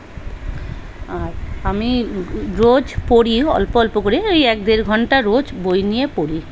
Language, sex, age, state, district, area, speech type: Bengali, female, 45-60, West Bengal, South 24 Parganas, rural, spontaneous